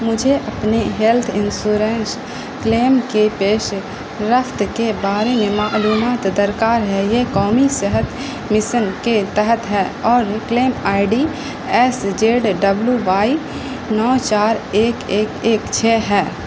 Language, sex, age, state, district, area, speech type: Urdu, female, 18-30, Bihar, Saharsa, rural, read